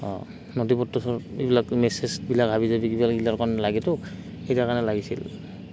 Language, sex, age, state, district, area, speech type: Assamese, male, 18-30, Assam, Goalpara, rural, spontaneous